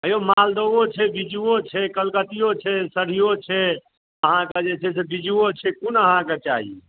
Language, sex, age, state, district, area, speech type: Maithili, male, 30-45, Bihar, Darbhanga, rural, conversation